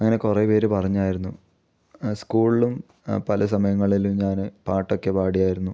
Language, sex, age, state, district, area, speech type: Malayalam, male, 18-30, Kerala, Kasaragod, rural, spontaneous